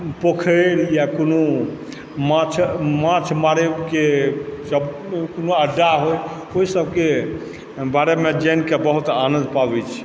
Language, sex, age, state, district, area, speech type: Maithili, male, 45-60, Bihar, Supaul, rural, spontaneous